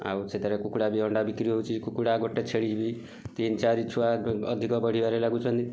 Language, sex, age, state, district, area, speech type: Odia, male, 45-60, Odisha, Kendujhar, urban, spontaneous